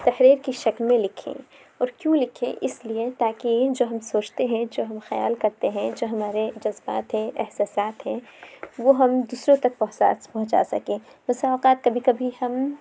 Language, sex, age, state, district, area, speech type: Urdu, female, 18-30, Uttar Pradesh, Lucknow, rural, spontaneous